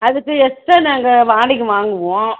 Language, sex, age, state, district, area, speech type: Tamil, female, 60+, Tamil Nadu, Dharmapuri, rural, conversation